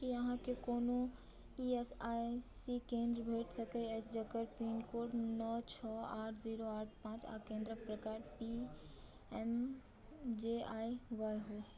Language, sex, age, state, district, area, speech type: Maithili, female, 18-30, Bihar, Madhubani, rural, read